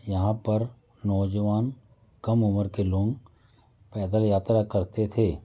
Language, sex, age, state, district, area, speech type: Hindi, male, 45-60, Madhya Pradesh, Jabalpur, urban, spontaneous